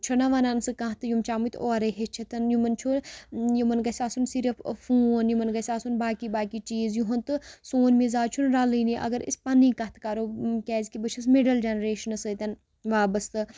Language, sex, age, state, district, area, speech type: Kashmiri, female, 18-30, Jammu and Kashmir, Baramulla, rural, spontaneous